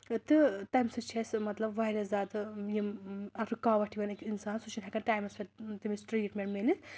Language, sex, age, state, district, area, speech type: Kashmiri, female, 18-30, Jammu and Kashmir, Anantnag, rural, spontaneous